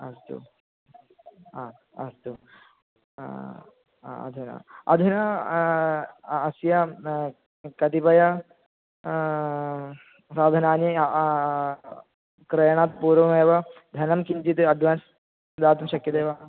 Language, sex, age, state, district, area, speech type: Sanskrit, male, 18-30, Kerala, Thrissur, rural, conversation